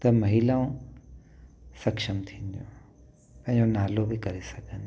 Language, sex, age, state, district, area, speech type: Sindhi, male, 30-45, Gujarat, Kutch, urban, spontaneous